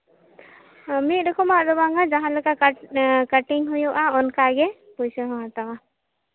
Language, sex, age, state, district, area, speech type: Santali, female, 18-30, Jharkhand, Seraikela Kharsawan, rural, conversation